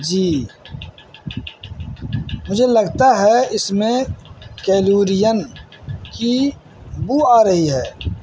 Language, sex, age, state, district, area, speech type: Urdu, male, 60+, Bihar, Madhubani, rural, spontaneous